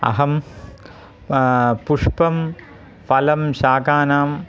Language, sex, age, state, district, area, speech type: Sanskrit, male, 45-60, Kerala, Thiruvananthapuram, urban, spontaneous